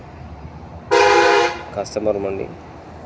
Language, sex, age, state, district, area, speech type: Telugu, male, 30-45, Telangana, Jangaon, rural, spontaneous